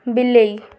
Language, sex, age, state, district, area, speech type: Odia, female, 18-30, Odisha, Kendrapara, urban, read